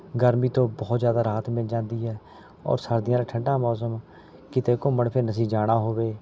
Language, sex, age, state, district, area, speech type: Punjabi, male, 30-45, Punjab, Rupnagar, rural, spontaneous